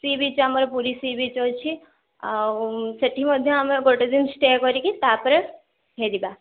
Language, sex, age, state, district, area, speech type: Odia, female, 18-30, Odisha, Balasore, rural, conversation